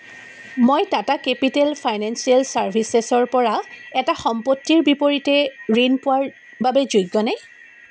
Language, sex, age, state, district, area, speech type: Assamese, female, 45-60, Assam, Dibrugarh, rural, read